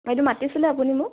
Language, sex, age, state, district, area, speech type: Assamese, male, 18-30, Assam, Sonitpur, rural, conversation